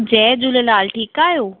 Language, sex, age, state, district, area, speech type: Sindhi, female, 18-30, Maharashtra, Thane, urban, conversation